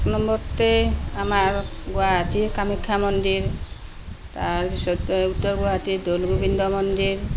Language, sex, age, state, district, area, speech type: Assamese, female, 45-60, Assam, Kamrup Metropolitan, urban, spontaneous